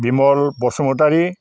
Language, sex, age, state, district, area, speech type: Bodo, male, 60+, Assam, Chirang, rural, spontaneous